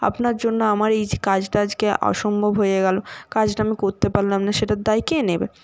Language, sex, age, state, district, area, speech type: Bengali, female, 45-60, West Bengal, Nadia, urban, spontaneous